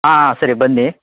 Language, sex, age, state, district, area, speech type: Kannada, male, 18-30, Karnataka, Tumkur, urban, conversation